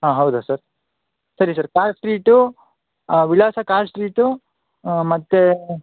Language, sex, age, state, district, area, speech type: Kannada, male, 18-30, Karnataka, Shimoga, rural, conversation